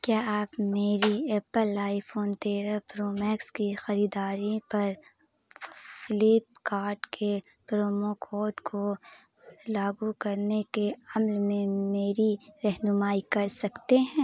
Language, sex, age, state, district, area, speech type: Urdu, female, 18-30, Bihar, Saharsa, rural, read